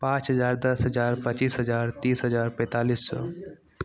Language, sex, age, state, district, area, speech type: Maithili, male, 18-30, Bihar, Madhepura, rural, spontaneous